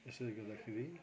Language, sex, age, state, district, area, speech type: Nepali, male, 60+, West Bengal, Kalimpong, rural, spontaneous